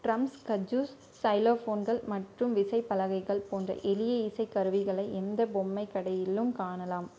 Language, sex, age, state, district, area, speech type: Tamil, female, 18-30, Tamil Nadu, Krishnagiri, rural, read